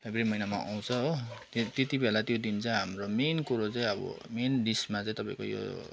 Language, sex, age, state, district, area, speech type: Nepali, male, 30-45, West Bengal, Kalimpong, rural, spontaneous